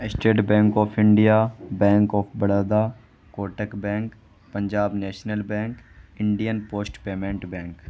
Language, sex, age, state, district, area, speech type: Urdu, male, 18-30, Bihar, Saharsa, rural, spontaneous